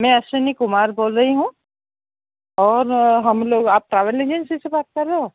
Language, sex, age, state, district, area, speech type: Hindi, female, 45-60, Rajasthan, Jodhpur, urban, conversation